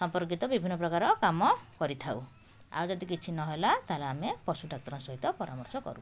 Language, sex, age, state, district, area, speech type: Odia, female, 45-60, Odisha, Puri, urban, spontaneous